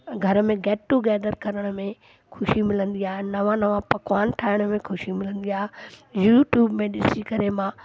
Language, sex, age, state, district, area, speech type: Sindhi, female, 60+, Delhi, South Delhi, rural, spontaneous